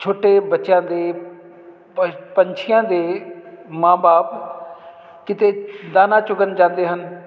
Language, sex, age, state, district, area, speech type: Punjabi, male, 45-60, Punjab, Jalandhar, urban, spontaneous